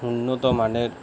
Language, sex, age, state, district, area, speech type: Bengali, male, 45-60, West Bengal, Paschim Bardhaman, urban, spontaneous